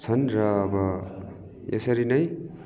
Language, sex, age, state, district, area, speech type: Nepali, male, 45-60, West Bengal, Darjeeling, rural, spontaneous